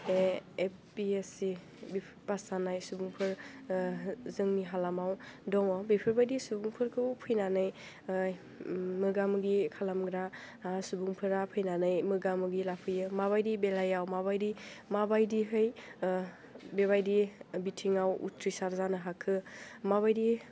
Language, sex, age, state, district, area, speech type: Bodo, female, 18-30, Assam, Udalguri, rural, spontaneous